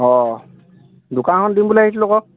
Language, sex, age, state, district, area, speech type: Assamese, male, 30-45, Assam, Dibrugarh, rural, conversation